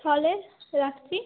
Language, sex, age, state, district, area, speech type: Bengali, female, 30-45, West Bengal, Hooghly, urban, conversation